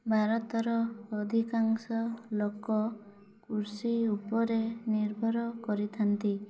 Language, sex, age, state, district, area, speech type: Odia, female, 18-30, Odisha, Mayurbhanj, rural, spontaneous